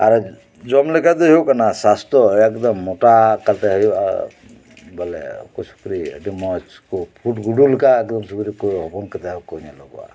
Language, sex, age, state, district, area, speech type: Santali, male, 45-60, West Bengal, Birbhum, rural, spontaneous